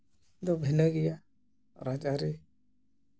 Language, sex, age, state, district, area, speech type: Santali, male, 45-60, West Bengal, Jhargram, rural, spontaneous